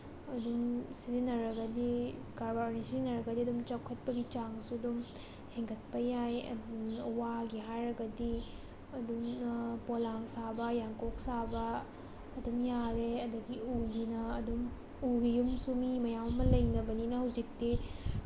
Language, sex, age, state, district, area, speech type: Manipuri, female, 30-45, Manipur, Tengnoupal, rural, spontaneous